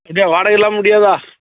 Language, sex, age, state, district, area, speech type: Tamil, male, 45-60, Tamil Nadu, Thoothukudi, rural, conversation